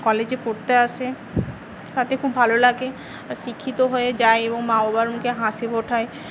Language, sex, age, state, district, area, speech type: Bengali, female, 18-30, West Bengal, Paschim Medinipur, rural, spontaneous